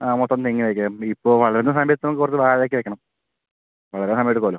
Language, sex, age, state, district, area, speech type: Malayalam, male, 30-45, Kerala, Palakkad, rural, conversation